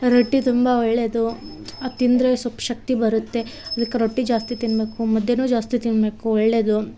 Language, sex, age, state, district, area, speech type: Kannada, female, 30-45, Karnataka, Vijayanagara, rural, spontaneous